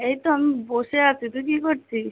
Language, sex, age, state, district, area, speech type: Bengali, female, 18-30, West Bengal, South 24 Parganas, urban, conversation